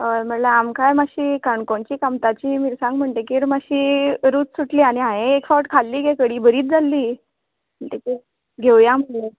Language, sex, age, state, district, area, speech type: Goan Konkani, female, 18-30, Goa, Canacona, rural, conversation